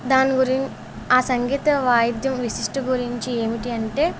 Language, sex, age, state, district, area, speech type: Telugu, female, 18-30, Andhra Pradesh, Eluru, rural, spontaneous